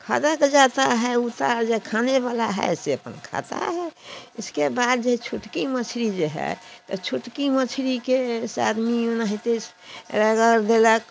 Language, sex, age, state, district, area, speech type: Hindi, female, 60+, Bihar, Samastipur, rural, spontaneous